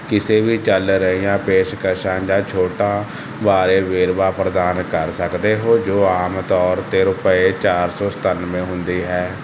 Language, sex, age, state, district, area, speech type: Punjabi, male, 30-45, Punjab, Barnala, rural, read